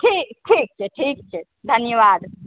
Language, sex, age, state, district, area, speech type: Maithili, male, 45-60, Bihar, Supaul, rural, conversation